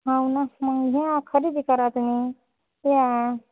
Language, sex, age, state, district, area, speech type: Marathi, female, 30-45, Maharashtra, Washim, rural, conversation